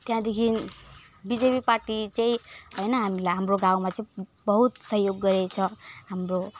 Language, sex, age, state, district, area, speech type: Nepali, female, 18-30, West Bengal, Alipurduar, urban, spontaneous